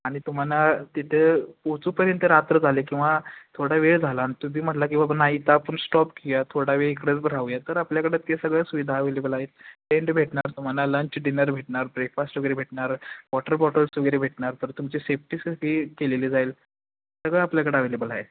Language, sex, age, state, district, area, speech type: Marathi, male, 18-30, Maharashtra, Kolhapur, urban, conversation